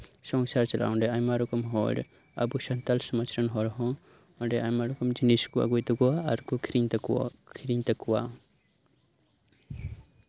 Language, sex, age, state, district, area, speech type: Santali, male, 18-30, West Bengal, Birbhum, rural, spontaneous